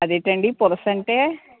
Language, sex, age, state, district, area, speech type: Telugu, female, 30-45, Andhra Pradesh, Palnadu, urban, conversation